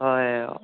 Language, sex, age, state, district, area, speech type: Assamese, male, 18-30, Assam, Sonitpur, rural, conversation